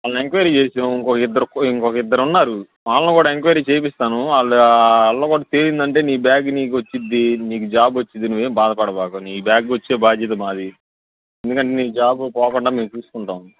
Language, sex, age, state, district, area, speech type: Telugu, male, 18-30, Andhra Pradesh, Bapatla, rural, conversation